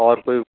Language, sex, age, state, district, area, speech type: Urdu, male, 45-60, Uttar Pradesh, Rampur, urban, conversation